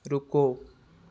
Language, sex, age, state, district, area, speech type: Hindi, male, 30-45, Madhya Pradesh, Betul, urban, read